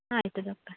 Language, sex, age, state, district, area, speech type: Kannada, female, 30-45, Karnataka, Udupi, rural, conversation